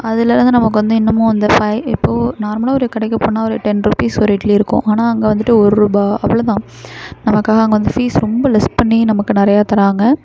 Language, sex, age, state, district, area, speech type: Tamil, female, 30-45, Tamil Nadu, Ariyalur, rural, spontaneous